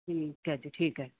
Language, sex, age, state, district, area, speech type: Punjabi, female, 30-45, Punjab, Mansa, rural, conversation